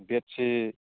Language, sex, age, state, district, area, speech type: Manipuri, male, 30-45, Manipur, Churachandpur, rural, conversation